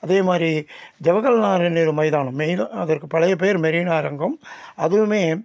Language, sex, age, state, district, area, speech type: Tamil, male, 60+, Tamil Nadu, Salem, urban, spontaneous